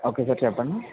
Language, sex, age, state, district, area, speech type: Telugu, male, 30-45, Andhra Pradesh, Kakinada, urban, conversation